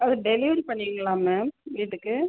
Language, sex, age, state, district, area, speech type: Tamil, female, 30-45, Tamil Nadu, Tiruchirappalli, rural, conversation